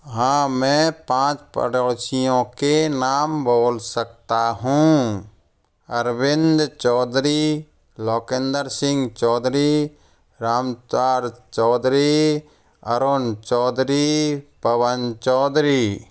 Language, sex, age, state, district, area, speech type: Hindi, male, 18-30, Rajasthan, Karauli, rural, spontaneous